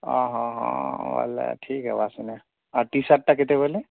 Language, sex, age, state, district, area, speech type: Odia, male, 45-60, Odisha, Nuapada, urban, conversation